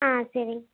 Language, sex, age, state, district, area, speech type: Tamil, female, 18-30, Tamil Nadu, Erode, rural, conversation